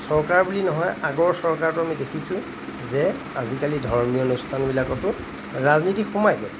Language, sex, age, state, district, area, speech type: Assamese, male, 45-60, Assam, Golaghat, urban, spontaneous